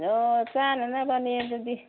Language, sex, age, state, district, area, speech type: Manipuri, female, 60+, Manipur, Kangpokpi, urban, conversation